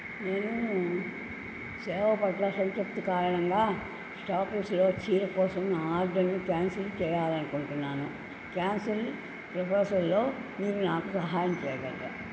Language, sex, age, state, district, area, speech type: Telugu, female, 60+, Andhra Pradesh, Nellore, urban, read